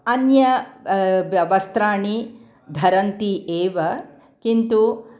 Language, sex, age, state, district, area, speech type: Sanskrit, female, 60+, Tamil Nadu, Chennai, urban, spontaneous